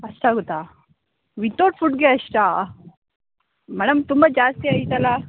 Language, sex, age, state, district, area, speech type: Kannada, female, 18-30, Karnataka, Kodagu, rural, conversation